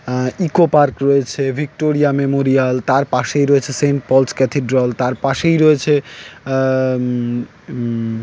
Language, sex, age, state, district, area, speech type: Bengali, male, 18-30, West Bengal, Howrah, urban, spontaneous